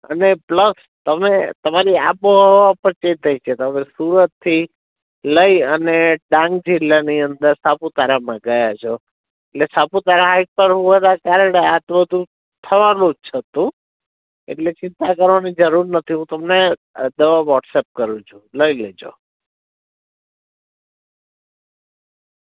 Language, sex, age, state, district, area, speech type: Gujarati, female, 30-45, Gujarat, Surat, urban, conversation